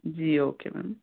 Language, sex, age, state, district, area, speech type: Hindi, female, 45-60, Madhya Pradesh, Ujjain, urban, conversation